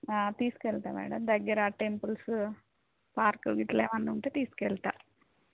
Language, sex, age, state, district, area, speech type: Telugu, female, 30-45, Telangana, Warangal, rural, conversation